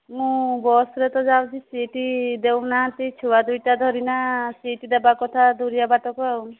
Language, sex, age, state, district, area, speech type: Odia, female, 45-60, Odisha, Angul, rural, conversation